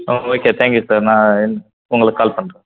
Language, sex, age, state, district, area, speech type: Tamil, male, 18-30, Tamil Nadu, Kallakurichi, rural, conversation